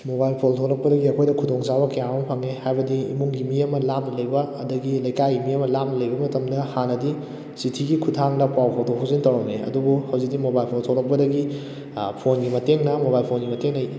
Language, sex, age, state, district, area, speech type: Manipuri, male, 18-30, Manipur, Kakching, rural, spontaneous